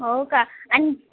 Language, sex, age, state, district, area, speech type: Marathi, female, 18-30, Maharashtra, Akola, rural, conversation